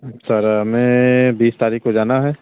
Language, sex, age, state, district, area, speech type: Hindi, male, 30-45, Uttar Pradesh, Bhadohi, rural, conversation